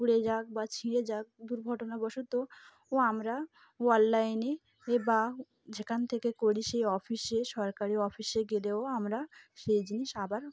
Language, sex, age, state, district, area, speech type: Bengali, female, 30-45, West Bengal, Cooch Behar, urban, spontaneous